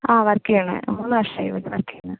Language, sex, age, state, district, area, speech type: Malayalam, female, 18-30, Kerala, Palakkad, rural, conversation